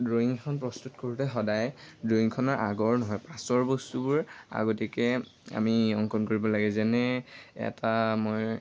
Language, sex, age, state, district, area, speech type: Assamese, male, 18-30, Assam, Lakhimpur, rural, spontaneous